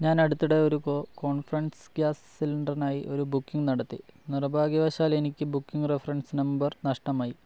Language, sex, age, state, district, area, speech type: Malayalam, male, 18-30, Kerala, Wayanad, rural, read